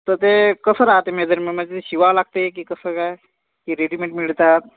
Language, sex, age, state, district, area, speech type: Marathi, male, 30-45, Maharashtra, Yavatmal, rural, conversation